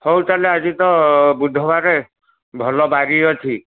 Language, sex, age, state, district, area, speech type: Odia, male, 60+, Odisha, Jharsuguda, rural, conversation